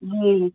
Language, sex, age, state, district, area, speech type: Hindi, female, 30-45, Bihar, Muzaffarpur, rural, conversation